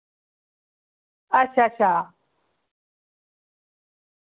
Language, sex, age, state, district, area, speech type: Dogri, female, 30-45, Jammu and Kashmir, Samba, rural, conversation